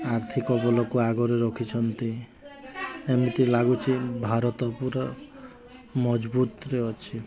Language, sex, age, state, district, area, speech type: Odia, male, 30-45, Odisha, Nuapada, urban, spontaneous